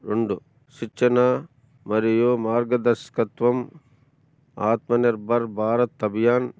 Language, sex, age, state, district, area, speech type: Telugu, male, 45-60, Andhra Pradesh, Annamaya, rural, spontaneous